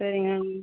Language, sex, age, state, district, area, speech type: Tamil, female, 30-45, Tamil Nadu, Tiruchirappalli, rural, conversation